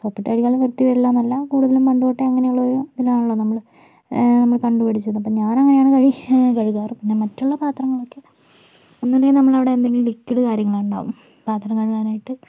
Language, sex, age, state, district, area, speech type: Malayalam, female, 45-60, Kerala, Kozhikode, urban, spontaneous